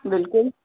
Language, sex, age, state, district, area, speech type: Sindhi, female, 18-30, Delhi, South Delhi, urban, conversation